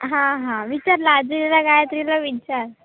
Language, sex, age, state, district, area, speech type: Marathi, female, 18-30, Maharashtra, Sindhudurg, rural, conversation